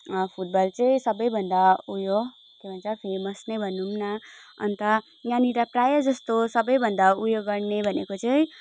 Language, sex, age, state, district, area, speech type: Nepali, female, 18-30, West Bengal, Darjeeling, rural, spontaneous